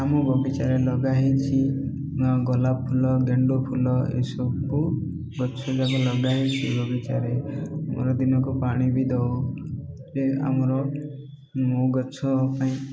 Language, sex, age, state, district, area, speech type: Odia, male, 30-45, Odisha, Koraput, urban, spontaneous